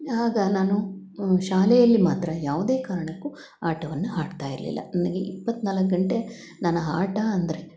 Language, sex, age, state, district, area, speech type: Kannada, female, 60+, Karnataka, Chitradurga, rural, spontaneous